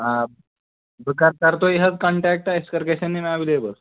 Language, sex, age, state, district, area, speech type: Kashmiri, male, 30-45, Jammu and Kashmir, Shopian, rural, conversation